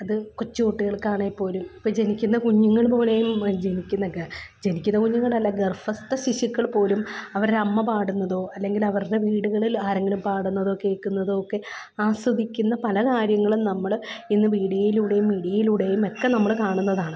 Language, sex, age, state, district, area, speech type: Malayalam, female, 30-45, Kerala, Alappuzha, rural, spontaneous